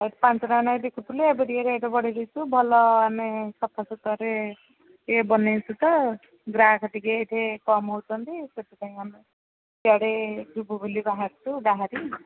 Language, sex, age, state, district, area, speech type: Odia, female, 45-60, Odisha, Ganjam, urban, conversation